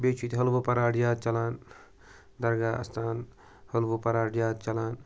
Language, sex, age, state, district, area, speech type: Kashmiri, male, 18-30, Jammu and Kashmir, Srinagar, urban, spontaneous